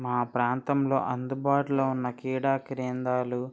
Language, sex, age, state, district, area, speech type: Telugu, male, 18-30, Andhra Pradesh, Srikakulam, urban, spontaneous